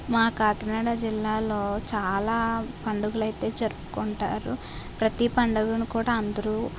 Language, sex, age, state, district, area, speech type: Telugu, female, 45-60, Andhra Pradesh, Kakinada, rural, spontaneous